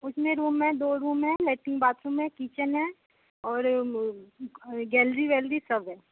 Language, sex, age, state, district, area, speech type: Hindi, female, 18-30, Bihar, Muzaffarpur, urban, conversation